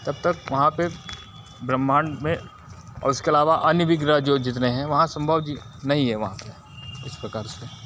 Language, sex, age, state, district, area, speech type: Hindi, male, 45-60, Uttar Pradesh, Mirzapur, urban, spontaneous